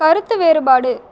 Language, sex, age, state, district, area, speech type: Tamil, female, 18-30, Tamil Nadu, Cuddalore, rural, read